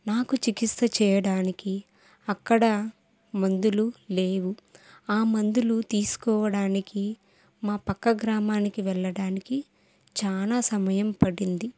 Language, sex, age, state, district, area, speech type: Telugu, female, 18-30, Andhra Pradesh, Kadapa, rural, spontaneous